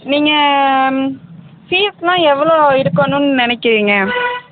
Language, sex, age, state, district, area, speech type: Tamil, female, 18-30, Tamil Nadu, Dharmapuri, urban, conversation